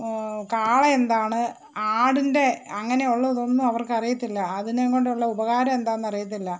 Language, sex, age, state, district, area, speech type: Malayalam, female, 45-60, Kerala, Thiruvananthapuram, urban, spontaneous